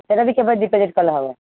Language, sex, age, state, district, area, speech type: Odia, female, 45-60, Odisha, Sundergarh, rural, conversation